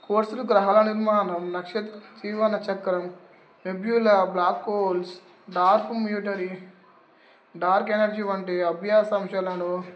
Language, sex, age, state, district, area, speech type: Telugu, male, 18-30, Telangana, Nizamabad, urban, spontaneous